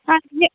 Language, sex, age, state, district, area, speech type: Punjabi, female, 18-30, Punjab, Fazilka, rural, conversation